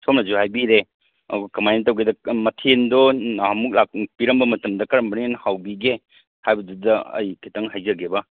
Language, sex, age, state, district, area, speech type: Manipuri, male, 30-45, Manipur, Kangpokpi, urban, conversation